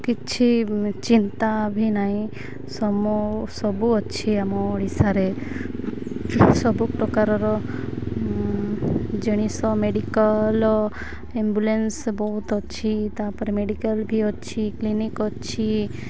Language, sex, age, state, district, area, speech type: Odia, female, 30-45, Odisha, Malkangiri, urban, spontaneous